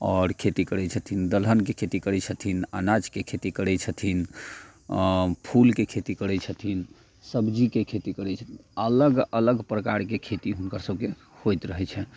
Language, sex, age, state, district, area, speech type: Maithili, male, 30-45, Bihar, Muzaffarpur, rural, spontaneous